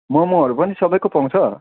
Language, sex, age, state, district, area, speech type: Nepali, male, 18-30, West Bengal, Kalimpong, rural, conversation